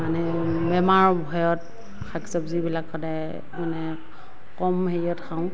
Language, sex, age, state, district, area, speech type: Assamese, female, 45-60, Assam, Morigaon, rural, spontaneous